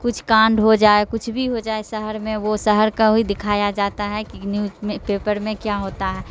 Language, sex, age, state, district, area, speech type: Urdu, female, 45-60, Bihar, Darbhanga, rural, spontaneous